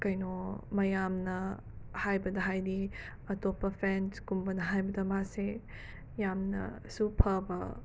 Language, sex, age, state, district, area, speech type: Manipuri, other, 45-60, Manipur, Imphal West, urban, spontaneous